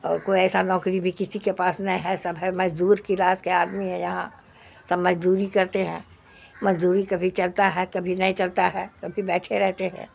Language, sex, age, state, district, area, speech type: Urdu, female, 60+, Bihar, Khagaria, rural, spontaneous